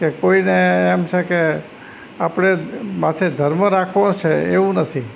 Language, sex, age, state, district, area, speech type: Gujarati, male, 60+, Gujarat, Rajkot, rural, spontaneous